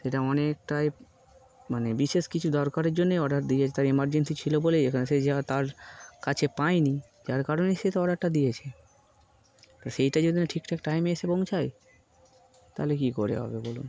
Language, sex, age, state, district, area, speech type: Bengali, male, 18-30, West Bengal, Darjeeling, urban, spontaneous